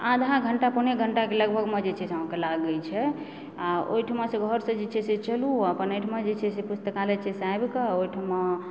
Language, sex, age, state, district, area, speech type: Maithili, female, 30-45, Bihar, Supaul, rural, spontaneous